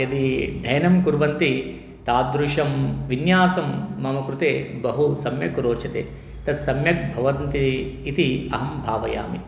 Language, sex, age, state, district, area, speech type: Sanskrit, male, 30-45, Telangana, Medchal, urban, spontaneous